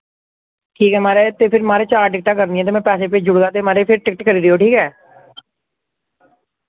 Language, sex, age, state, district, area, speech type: Dogri, male, 18-30, Jammu and Kashmir, Reasi, rural, conversation